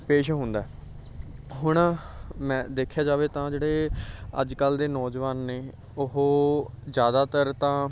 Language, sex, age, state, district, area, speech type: Punjabi, male, 18-30, Punjab, Bathinda, urban, spontaneous